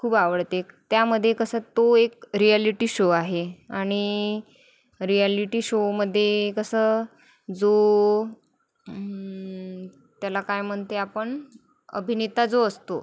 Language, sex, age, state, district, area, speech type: Marathi, female, 30-45, Maharashtra, Wardha, rural, spontaneous